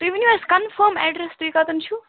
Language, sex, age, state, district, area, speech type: Kashmiri, female, 30-45, Jammu and Kashmir, Bandipora, rural, conversation